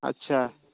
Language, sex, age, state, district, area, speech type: Urdu, male, 30-45, Bihar, Purnia, rural, conversation